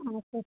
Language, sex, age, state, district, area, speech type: Bengali, female, 18-30, West Bengal, South 24 Parganas, rural, conversation